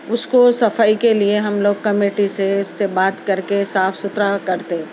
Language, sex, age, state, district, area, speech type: Urdu, female, 30-45, Telangana, Hyderabad, urban, spontaneous